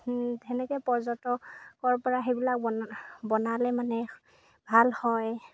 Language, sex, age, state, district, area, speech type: Assamese, female, 30-45, Assam, Golaghat, rural, spontaneous